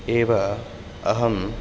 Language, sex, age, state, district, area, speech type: Sanskrit, male, 18-30, Karnataka, Uttara Kannada, urban, spontaneous